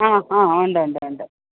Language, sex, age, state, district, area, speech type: Malayalam, female, 45-60, Kerala, Idukki, rural, conversation